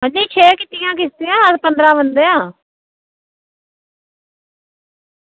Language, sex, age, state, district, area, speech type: Dogri, female, 45-60, Jammu and Kashmir, Samba, rural, conversation